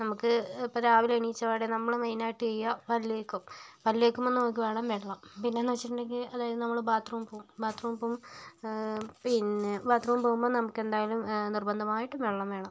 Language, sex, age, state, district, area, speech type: Malayalam, female, 45-60, Kerala, Kozhikode, urban, spontaneous